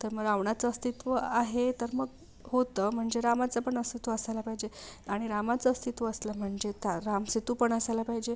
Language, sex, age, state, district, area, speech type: Marathi, female, 30-45, Maharashtra, Amravati, urban, spontaneous